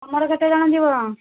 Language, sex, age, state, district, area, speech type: Odia, female, 60+, Odisha, Angul, rural, conversation